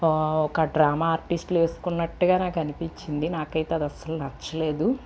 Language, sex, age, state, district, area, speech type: Telugu, female, 18-30, Andhra Pradesh, Palnadu, urban, spontaneous